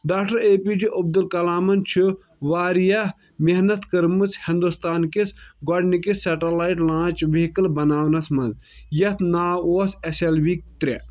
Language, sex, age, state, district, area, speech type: Kashmiri, male, 18-30, Jammu and Kashmir, Kulgam, rural, spontaneous